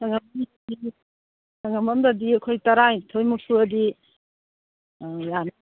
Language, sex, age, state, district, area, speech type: Manipuri, female, 60+, Manipur, Kangpokpi, urban, conversation